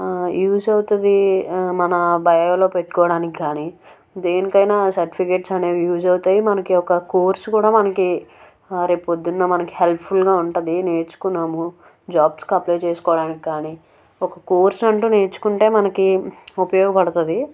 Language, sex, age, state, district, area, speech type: Telugu, female, 18-30, Andhra Pradesh, Anakapalli, urban, spontaneous